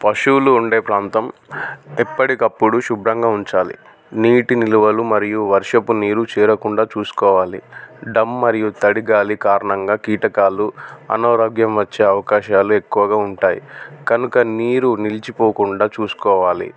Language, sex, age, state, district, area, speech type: Telugu, male, 30-45, Telangana, Adilabad, rural, spontaneous